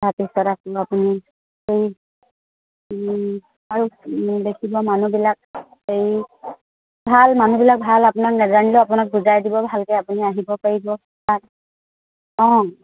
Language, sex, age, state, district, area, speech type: Assamese, female, 45-60, Assam, Dibrugarh, rural, conversation